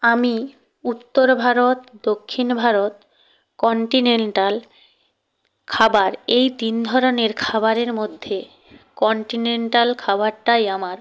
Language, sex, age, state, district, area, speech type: Bengali, female, 45-60, West Bengal, Purba Medinipur, rural, spontaneous